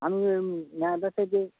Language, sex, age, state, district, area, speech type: Bengali, male, 45-60, West Bengal, Dakshin Dinajpur, rural, conversation